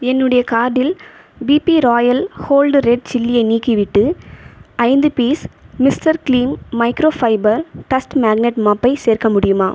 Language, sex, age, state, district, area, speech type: Tamil, female, 30-45, Tamil Nadu, Viluppuram, rural, read